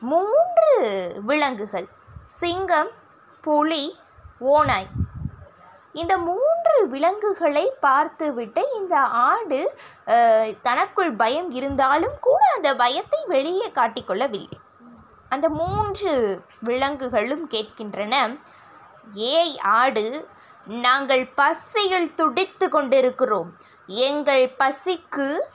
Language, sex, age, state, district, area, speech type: Tamil, female, 18-30, Tamil Nadu, Sivaganga, rural, spontaneous